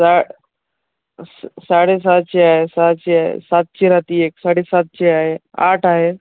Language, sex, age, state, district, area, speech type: Marathi, male, 30-45, Maharashtra, Nanded, rural, conversation